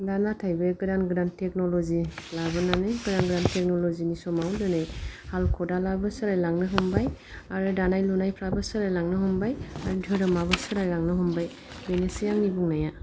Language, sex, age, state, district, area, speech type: Bodo, female, 45-60, Assam, Kokrajhar, rural, spontaneous